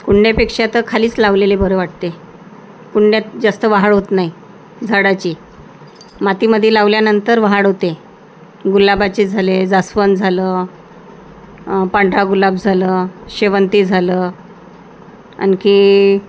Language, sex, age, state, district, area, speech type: Marathi, female, 45-60, Maharashtra, Nagpur, rural, spontaneous